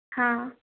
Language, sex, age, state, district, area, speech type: Hindi, female, 18-30, Madhya Pradesh, Jabalpur, urban, conversation